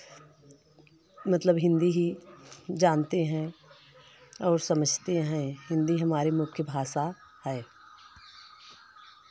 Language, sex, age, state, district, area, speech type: Hindi, female, 30-45, Uttar Pradesh, Jaunpur, urban, spontaneous